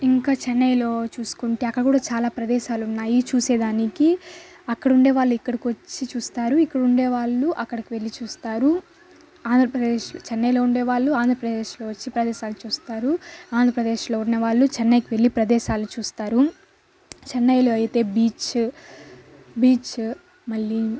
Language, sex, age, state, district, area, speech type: Telugu, female, 18-30, Andhra Pradesh, Sri Balaji, urban, spontaneous